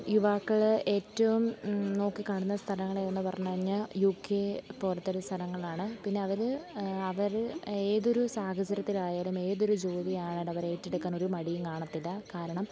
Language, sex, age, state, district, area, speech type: Malayalam, female, 18-30, Kerala, Alappuzha, rural, spontaneous